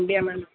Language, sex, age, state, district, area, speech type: Tamil, female, 18-30, Tamil Nadu, Tirunelveli, rural, conversation